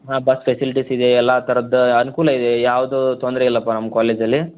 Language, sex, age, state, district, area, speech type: Kannada, male, 30-45, Karnataka, Tumkur, rural, conversation